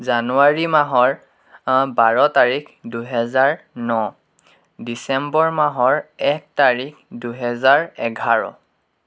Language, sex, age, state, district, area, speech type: Assamese, male, 18-30, Assam, Dhemaji, rural, spontaneous